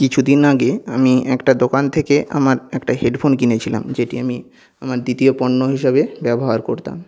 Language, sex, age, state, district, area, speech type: Bengali, male, 30-45, West Bengal, Nadia, rural, spontaneous